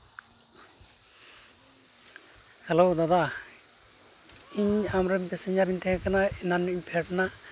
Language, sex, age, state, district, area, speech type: Santali, male, 18-30, West Bengal, Uttar Dinajpur, rural, spontaneous